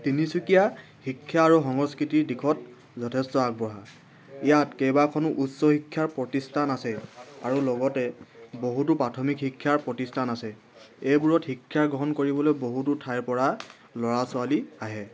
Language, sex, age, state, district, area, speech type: Assamese, male, 18-30, Assam, Tinsukia, urban, spontaneous